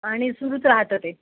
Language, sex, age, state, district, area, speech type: Marathi, female, 45-60, Maharashtra, Nagpur, urban, conversation